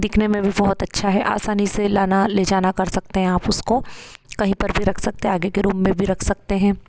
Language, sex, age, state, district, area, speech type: Hindi, female, 30-45, Madhya Pradesh, Ujjain, urban, spontaneous